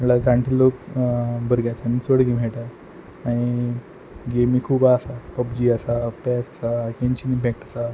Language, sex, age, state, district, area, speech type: Goan Konkani, male, 18-30, Goa, Quepem, rural, spontaneous